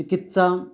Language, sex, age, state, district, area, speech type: Sanskrit, male, 45-60, Karnataka, Uttara Kannada, rural, spontaneous